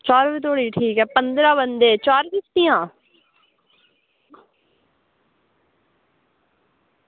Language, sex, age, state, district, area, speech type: Dogri, female, 18-30, Jammu and Kashmir, Samba, rural, conversation